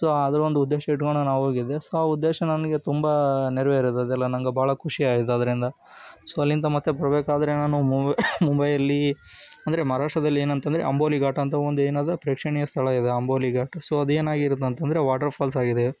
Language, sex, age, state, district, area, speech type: Kannada, male, 18-30, Karnataka, Koppal, rural, spontaneous